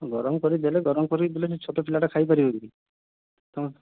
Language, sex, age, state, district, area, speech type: Odia, male, 18-30, Odisha, Boudh, rural, conversation